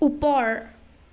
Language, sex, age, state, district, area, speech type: Assamese, female, 18-30, Assam, Charaideo, urban, read